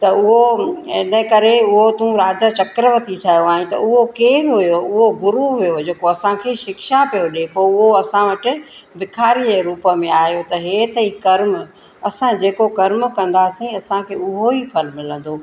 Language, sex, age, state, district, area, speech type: Sindhi, female, 45-60, Madhya Pradesh, Katni, urban, spontaneous